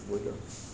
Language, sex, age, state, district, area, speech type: Gujarati, male, 60+, Gujarat, Narmada, rural, spontaneous